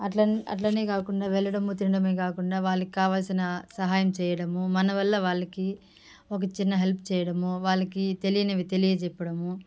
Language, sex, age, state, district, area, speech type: Telugu, female, 30-45, Andhra Pradesh, Sri Balaji, rural, spontaneous